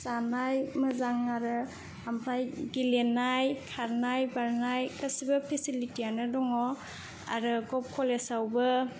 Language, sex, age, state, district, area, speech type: Bodo, female, 18-30, Assam, Kokrajhar, rural, spontaneous